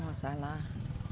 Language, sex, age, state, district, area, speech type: Nepali, female, 60+, West Bengal, Jalpaiguri, urban, spontaneous